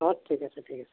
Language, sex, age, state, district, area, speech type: Assamese, male, 45-60, Assam, Jorhat, urban, conversation